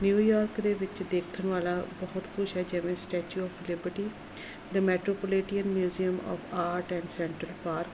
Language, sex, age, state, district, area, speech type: Punjabi, female, 30-45, Punjab, Barnala, rural, spontaneous